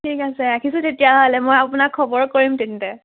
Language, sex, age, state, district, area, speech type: Assamese, female, 30-45, Assam, Biswanath, rural, conversation